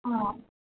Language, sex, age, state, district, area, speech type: Malayalam, female, 18-30, Kerala, Pathanamthitta, rural, conversation